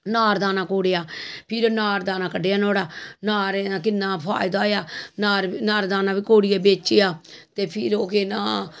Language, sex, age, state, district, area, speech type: Dogri, female, 45-60, Jammu and Kashmir, Samba, rural, spontaneous